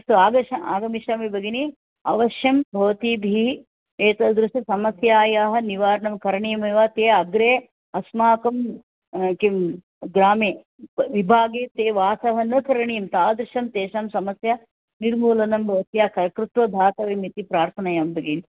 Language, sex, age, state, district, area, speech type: Sanskrit, female, 60+, Karnataka, Bangalore Urban, urban, conversation